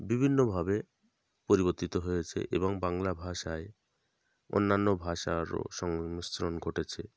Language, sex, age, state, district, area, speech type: Bengali, male, 30-45, West Bengal, North 24 Parganas, rural, spontaneous